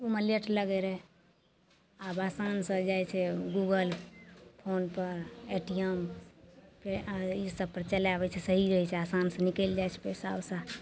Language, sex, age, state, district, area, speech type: Maithili, female, 30-45, Bihar, Madhepura, rural, spontaneous